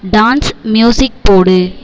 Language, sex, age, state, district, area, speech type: Tamil, female, 18-30, Tamil Nadu, Tiruvarur, rural, read